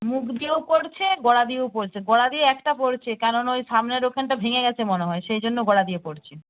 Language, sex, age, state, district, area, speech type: Bengali, female, 60+, West Bengal, Nadia, rural, conversation